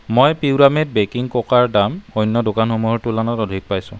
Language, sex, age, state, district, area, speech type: Assamese, male, 30-45, Assam, Kamrup Metropolitan, urban, read